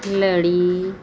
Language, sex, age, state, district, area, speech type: Punjabi, female, 30-45, Punjab, Muktsar, urban, read